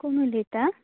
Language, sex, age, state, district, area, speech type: Goan Konkani, female, 18-30, Goa, Canacona, rural, conversation